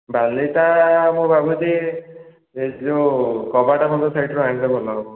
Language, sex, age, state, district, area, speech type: Odia, male, 18-30, Odisha, Dhenkanal, rural, conversation